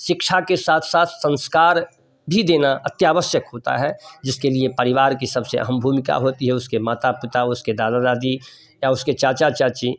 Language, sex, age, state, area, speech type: Hindi, male, 60+, Bihar, urban, spontaneous